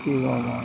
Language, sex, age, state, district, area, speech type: Assamese, male, 18-30, Assam, Lakhimpur, rural, spontaneous